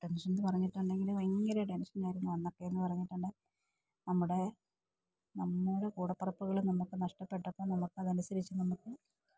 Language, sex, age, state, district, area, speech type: Malayalam, female, 45-60, Kerala, Idukki, rural, spontaneous